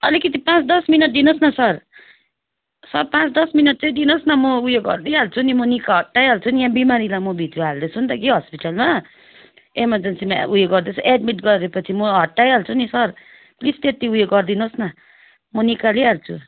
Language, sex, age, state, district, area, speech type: Nepali, female, 45-60, West Bengal, Darjeeling, rural, conversation